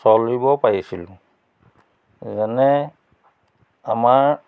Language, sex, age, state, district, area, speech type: Assamese, male, 45-60, Assam, Biswanath, rural, spontaneous